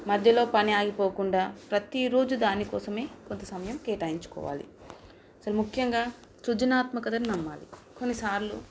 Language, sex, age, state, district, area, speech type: Telugu, female, 30-45, Telangana, Nagarkurnool, urban, spontaneous